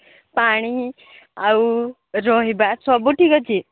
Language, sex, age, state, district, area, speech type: Odia, female, 18-30, Odisha, Sambalpur, rural, conversation